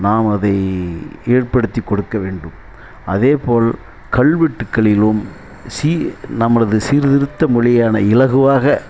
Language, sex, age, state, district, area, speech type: Tamil, male, 60+, Tamil Nadu, Dharmapuri, rural, spontaneous